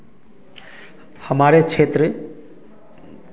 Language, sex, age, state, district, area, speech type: Hindi, male, 30-45, Bihar, Samastipur, rural, spontaneous